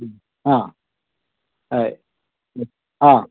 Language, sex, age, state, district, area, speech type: Malayalam, male, 60+, Kerala, Kasaragod, urban, conversation